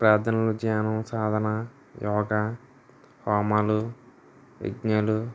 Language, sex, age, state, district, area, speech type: Telugu, male, 18-30, Andhra Pradesh, Eluru, rural, spontaneous